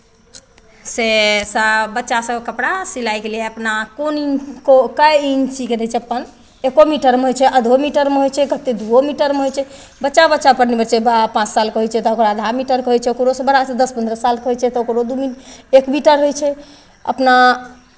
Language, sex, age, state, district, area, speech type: Maithili, female, 60+, Bihar, Madhepura, urban, spontaneous